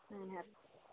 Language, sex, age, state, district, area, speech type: Malayalam, female, 18-30, Kerala, Wayanad, rural, conversation